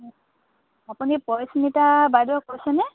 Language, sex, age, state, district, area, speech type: Assamese, female, 30-45, Assam, Dibrugarh, rural, conversation